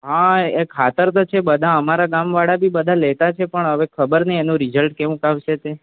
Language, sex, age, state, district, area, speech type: Gujarati, male, 18-30, Gujarat, Valsad, rural, conversation